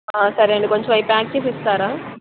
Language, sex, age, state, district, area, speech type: Telugu, female, 18-30, Andhra Pradesh, N T Rama Rao, urban, conversation